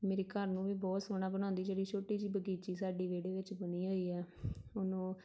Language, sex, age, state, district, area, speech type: Punjabi, female, 30-45, Punjab, Tarn Taran, rural, spontaneous